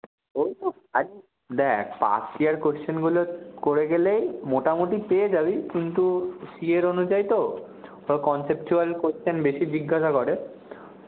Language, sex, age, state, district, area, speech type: Bengali, male, 18-30, West Bengal, Kolkata, urban, conversation